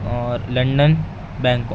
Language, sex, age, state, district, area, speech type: Urdu, male, 18-30, Delhi, East Delhi, urban, spontaneous